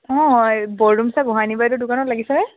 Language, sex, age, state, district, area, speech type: Assamese, female, 30-45, Assam, Tinsukia, urban, conversation